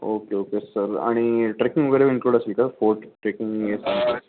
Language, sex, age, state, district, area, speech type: Marathi, male, 18-30, Maharashtra, Pune, urban, conversation